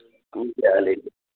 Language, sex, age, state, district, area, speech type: Manipuri, male, 30-45, Manipur, Thoubal, rural, conversation